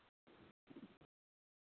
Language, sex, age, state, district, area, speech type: Sindhi, male, 18-30, Gujarat, Surat, urban, conversation